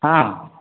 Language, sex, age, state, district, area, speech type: Kannada, male, 60+, Karnataka, Koppal, rural, conversation